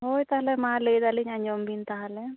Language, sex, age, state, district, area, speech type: Santali, female, 45-60, West Bengal, Bankura, rural, conversation